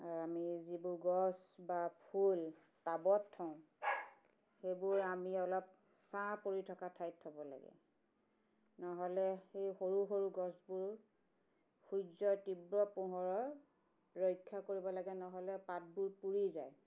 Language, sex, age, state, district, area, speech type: Assamese, female, 45-60, Assam, Tinsukia, urban, spontaneous